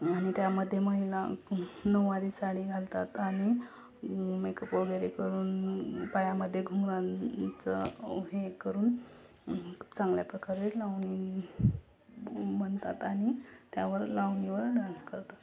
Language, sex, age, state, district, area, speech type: Marathi, female, 18-30, Maharashtra, Beed, rural, spontaneous